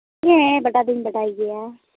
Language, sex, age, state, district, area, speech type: Santali, female, 18-30, West Bengal, Uttar Dinajpur, rural, conversation